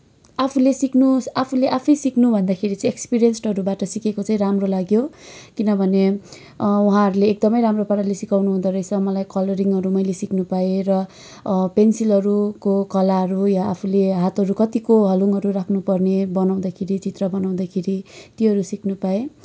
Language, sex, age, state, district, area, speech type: Nepali, female, 18-30, West Bengal, Kalimpong, rural, spontaneous